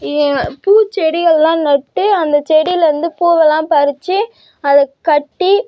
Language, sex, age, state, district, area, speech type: Tamil, female, 18-30, Tamil Nadu, Cuddalore, rural, spontaneous